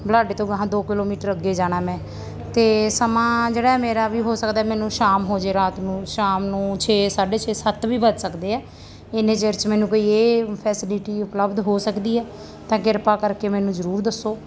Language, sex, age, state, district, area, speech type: Punjabi, female, 30-45, Punjab, Mansa, rural, spontaneous